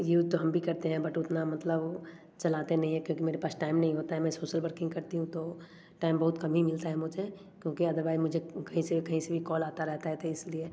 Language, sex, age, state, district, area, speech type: Hindi, female, 30-45, Bihar, Samastipur, urban, spontaneous